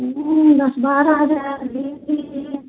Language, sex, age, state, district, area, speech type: Hindi, female, 45-60, Uttar Pradesh, Ayodhya, rural, conversation